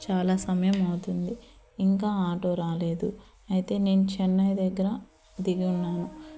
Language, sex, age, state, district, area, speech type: Telugu, female, 30-45, Andhra Pradesh, Eluru, urban, spontaneous